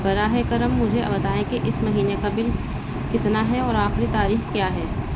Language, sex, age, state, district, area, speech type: Urdu, female, 30-45, Uttar Pradesh, Balrampur, urban, spontaneous